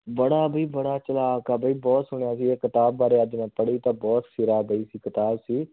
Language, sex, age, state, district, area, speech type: Punjabi, male, 18-30, Punjab, Muktsar, urban, conversation